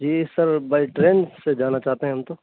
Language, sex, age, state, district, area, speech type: Urdu, male, 18-30, Uttar Pradesh, Saharanpur, urban, conversation